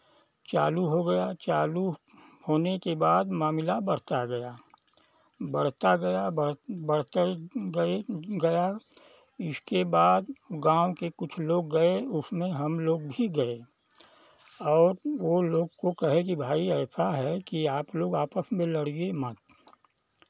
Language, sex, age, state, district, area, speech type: Hindi, male, 60+, Uttar Pradesh, Chandauli, rural, spontaneous